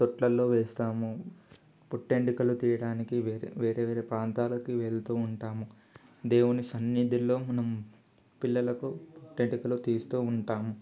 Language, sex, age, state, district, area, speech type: Telugu, male, 18-30, Telangana, Ranga Reddy, urban, spontaneous